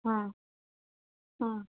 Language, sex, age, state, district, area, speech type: Bengali, female, 45-60, West Bengal, Darjeeling, rural, conversation